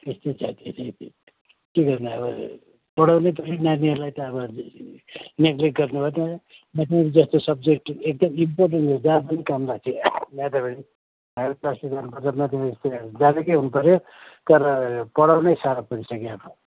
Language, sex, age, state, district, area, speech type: Nepali, male, 60+, West Bengal, Kalimpong, rural, conversation